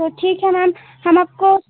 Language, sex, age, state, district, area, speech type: Hindi, female, 18-30, Uttar Pradesh, Jaunpur, urban, conversation